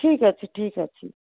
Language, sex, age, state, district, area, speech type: Odia, female, 60+, Odisha, Gajapati, rural, conversation